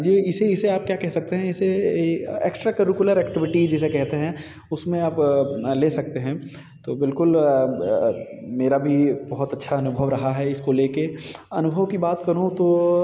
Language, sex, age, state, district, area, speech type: Hindi, male, 30-45, Uttar Pradesh, Bhadohi, urban, spontaneous